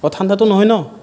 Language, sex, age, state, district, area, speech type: Assamese, male, 18-30, Assam, Nalbari, rural, spontaneous